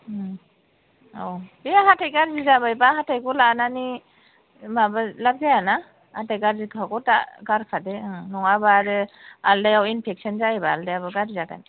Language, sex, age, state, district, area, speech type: Bodo, female, 45-60, Assam, Kokrajhar, urban, conversation